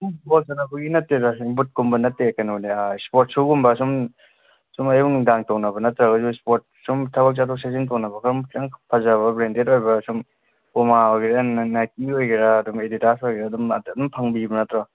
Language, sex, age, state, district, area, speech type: Manipuri, male, 18-30, Manipur, Kangpokpi, urban, conversation